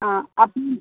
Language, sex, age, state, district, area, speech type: Malayalam, female, 30-45, Kerala, Wayanad, rural, conversation